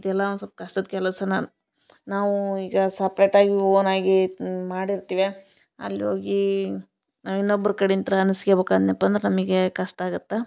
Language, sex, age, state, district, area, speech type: Kannada, female, 30-45, Karnataka, Koppal, rural, spontaneous